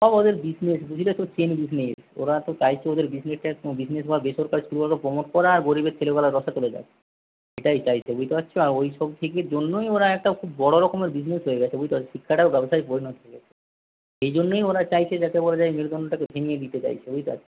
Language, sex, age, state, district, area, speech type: Bengali, male, 45-60, West Bengal, Paschim Medinipur, rural, conversation